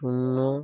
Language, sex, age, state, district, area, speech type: Bengali, male, 18-30, West Bengal, Birbhum, urban, read